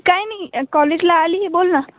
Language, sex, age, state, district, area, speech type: Marathi, female, 18-30, Maharashtra, Nashik, urban, conversation